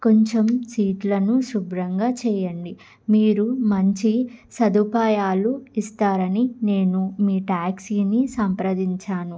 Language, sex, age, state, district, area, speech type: Telugu, female, 18-30, Andhra Pradesh, Guntur, urban, spontaneous